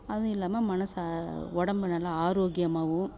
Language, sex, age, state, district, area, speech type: Tamil, female, 60+, Tamil Nadu, Kallakurichi, rural, spontaneous